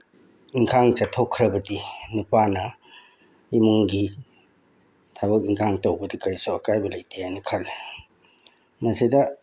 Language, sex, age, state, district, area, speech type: Manipuri, male, 60+, Manipur, Bishnupur, rural, spontaneous